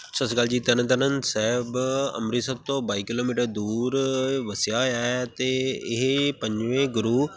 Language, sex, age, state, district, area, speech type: Punjabi, male, 30-45, Punjab, Tarn Taran, urban, spontaneous